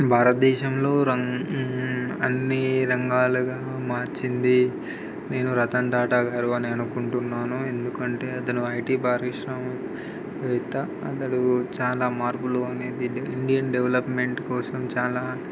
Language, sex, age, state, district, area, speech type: Telugu, male, 18-30, Telangana, Khammam, rural, spontaneous